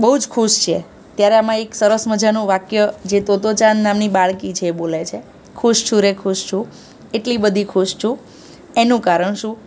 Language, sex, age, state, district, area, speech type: Gujarati, female, 30-45, Gujarat, Surat, urban, spontaneous